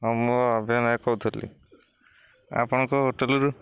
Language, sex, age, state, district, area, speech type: Odia, male, 45-60, Odisha, Jagatsinghpur, rural, spontaneous